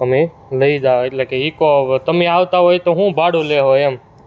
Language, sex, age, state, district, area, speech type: Gujarati, male, 18-30, Gujarat, Surat, rural, spontaneous